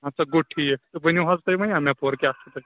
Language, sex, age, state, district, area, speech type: Kashmiri, male, 18-30, Jammu and Kashmir, Kulgam, rural, conversation